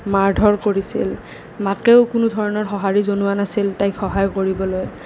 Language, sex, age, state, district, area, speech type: Assamese, male, 18-30, Assam, Nalbari, urban, spontaneous